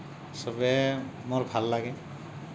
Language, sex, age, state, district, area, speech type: Assamese, male, 45-60, Assam, Kamrup Metropolitan, rural, spontaneous